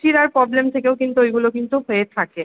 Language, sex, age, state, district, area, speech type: Bengali, female, 60+, West Bengal, Purba Bardhaman, urban, conversation